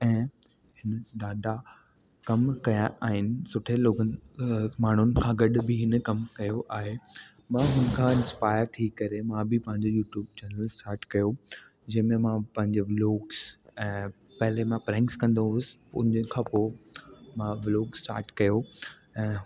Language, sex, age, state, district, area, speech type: Sindhi, male, 18-30, Delhi, South Delhi, urban, spontaneous